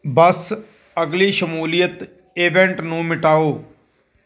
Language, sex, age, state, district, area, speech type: Punjabi, male, 45-60, Punjab, Firozpur, rural, read